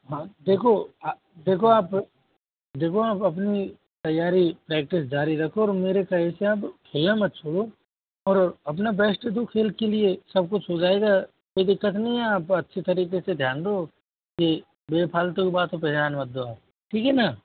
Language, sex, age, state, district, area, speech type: Hindi, male, 18-30, Rajasthan, Jodhpur, rural, conversation